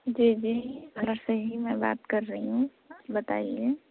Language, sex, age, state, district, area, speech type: Urdu, female, 30-45, Uttar Pradesh, Lucknow, urban, conversation